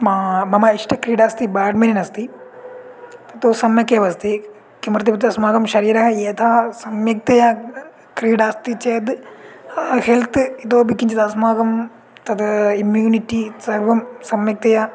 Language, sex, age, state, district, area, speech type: Sanskrit, male, 18-30, Kerala, Idukki, urban, spontaneous